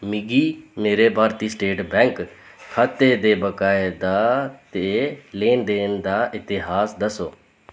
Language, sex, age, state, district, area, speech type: Dogri, male, 30-45, Jammu and Kashmir, Reasi, rural, read